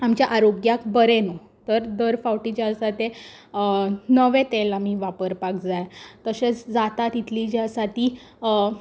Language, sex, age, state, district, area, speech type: Goan Konkani, female, 18-30, Goa, Quepem, rural, spontaneous